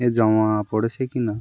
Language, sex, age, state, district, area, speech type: Bengali, male, 18-30, West Bengal, Birbhum, urban, read